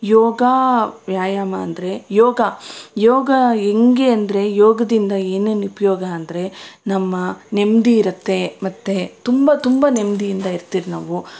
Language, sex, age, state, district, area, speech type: Kannada, female, 30-45, Karnataka, Bangalore Rural, rural, spontaneous